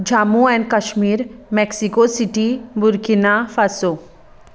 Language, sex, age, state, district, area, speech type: Goan Konkani, female, 30-45, Goa, Sanguem, rural, spontaneous